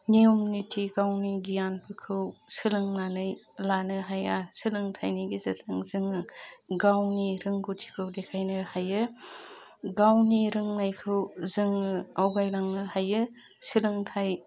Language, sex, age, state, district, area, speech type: Bodo, female, 30-45, Assam, Udalguri, urban, spontaneous